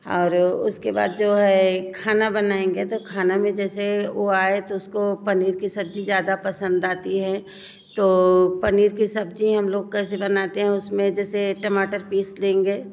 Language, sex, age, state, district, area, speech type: Hindi, female, 45-60, Uttar Pradesh, Bhadohi, rural, spontaneous